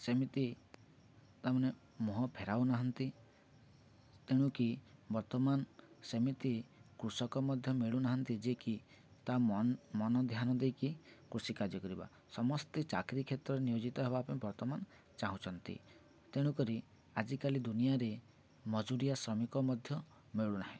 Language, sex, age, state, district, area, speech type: Odia, male, 18-30, Odisha, Balangir, urban, spontaneous